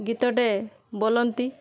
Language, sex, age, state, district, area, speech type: Odia, female, 18-30, Odisha, Balasore, rural, spontaneous